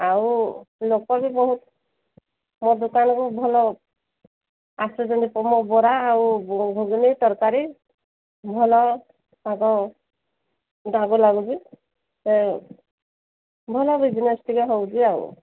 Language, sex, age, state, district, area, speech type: Odia, female, 60+, Odisha, Angul, rural, conversation